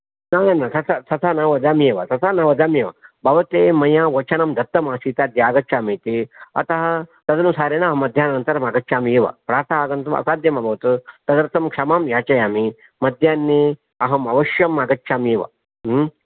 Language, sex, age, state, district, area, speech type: Sanskrit, male, 60+, Karnataka, Udupi, rural, conversation